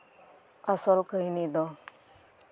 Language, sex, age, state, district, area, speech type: Santali, female, 18-30, West Bengal, Birbhum, rural, spontaneous